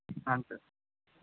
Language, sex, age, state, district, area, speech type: Kannada, male, 18-30, Karnataka, Gadag, rural, conversation